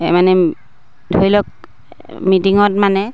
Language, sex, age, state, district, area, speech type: Assamese, female, 30-45, Assam, Dibrugarh, rural, spontaneous